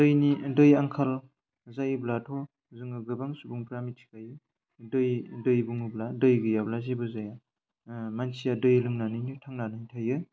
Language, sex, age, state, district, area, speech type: Bodo, male, 18-30, Assam, Udalguri, rural, spontaneous